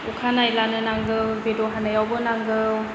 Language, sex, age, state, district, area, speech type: Bodo, female, 30-45, Assam, Chirang, rural, spontaneous